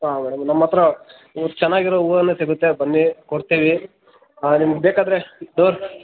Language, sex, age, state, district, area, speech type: Kannada, male, 30-45, Karnataka, Kolar, rural, conversation